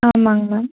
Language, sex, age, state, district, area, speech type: Tamil, female, 18-30, Tamil Nadu, Erode, rural, conversation